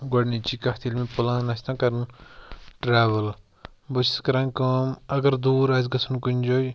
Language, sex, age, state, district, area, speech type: Kashmiri, male, 18-30, Jammu and Kashmir, Pulwama, rural, spontaneous